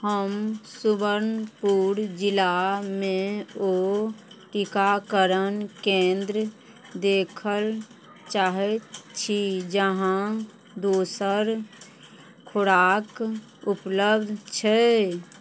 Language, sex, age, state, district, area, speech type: Maithili, female, 45-60, Bihar, Madhubani, rural, read